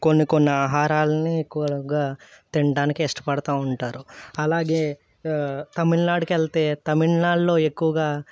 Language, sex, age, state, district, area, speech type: Telugu, male, 18-30, Andhra Pradesh, Eluru, rural, spontaneous